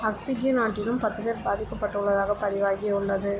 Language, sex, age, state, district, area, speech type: Tamil, female, 18-30, Tamil Nadu, Chennai, urban, read